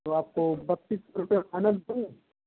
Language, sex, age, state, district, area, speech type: Hindi, male, 30-45, Uttar Pradesh, Mau, urban, conversation